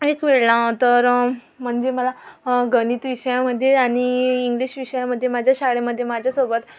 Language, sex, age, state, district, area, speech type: Marathi, female, 18-30, Maharashtra, Amravati, urban, spontaneous